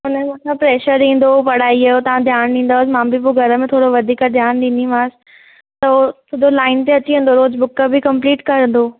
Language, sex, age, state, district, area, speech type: Sindhi, female, 18-30, Maharashtra, Thane, urban, conversation